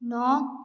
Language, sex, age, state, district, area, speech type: Hindi, female, 18-30, Madhya Pradesh, Gwalior, rural, read